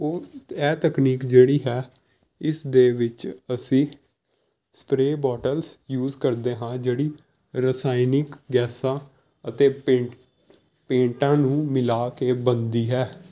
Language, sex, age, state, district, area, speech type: Punjabi, male, 18-30, Punjab, Pathankot, urban, spontaneous